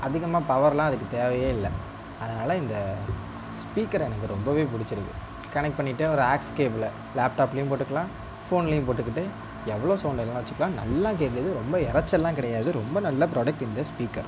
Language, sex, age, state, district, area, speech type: Tamil, male, 18-30, Tamil Nadu, Mayiladuthurai, urban, spontaneous